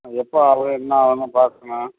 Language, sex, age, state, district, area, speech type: Tamil, male, 60+, Tamil Nadu, Perambalur, rural, conversation